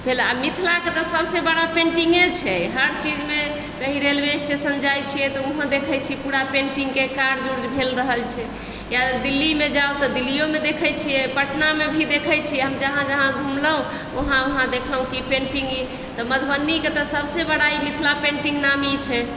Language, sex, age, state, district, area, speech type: Maithili, female, 60+, Bihar, Supaul, urban, spontaneous